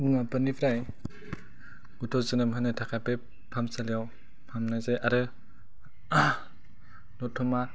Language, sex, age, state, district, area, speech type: Bodo, male, 18-30, Assam, Kokrajhar, rural, spontaneous